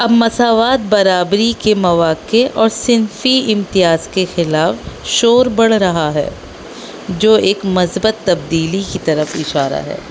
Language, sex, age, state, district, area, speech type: Urdu, female, 18-30, Delhi, North East Delhi, urban, spontaneous